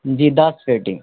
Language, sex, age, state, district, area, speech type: Urdu, male, 30-45, Bihar, East Champaran, urban, conversation